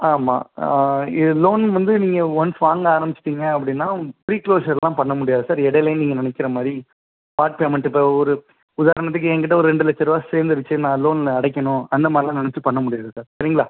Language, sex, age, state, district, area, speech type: Tamil, male, 18-30, Tamil Nadu, Pudukkottai, rural, conversation